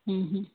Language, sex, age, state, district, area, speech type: Kannada, female, 18-30, Karnataka, Shimoga, rural, conversation